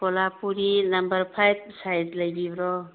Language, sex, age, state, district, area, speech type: Manipuri, female, 45-60, Manipur, Imphal East, rural, conversation